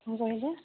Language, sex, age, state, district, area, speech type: Odia, female, 30-45, Odisha, Boudh, rural, conversation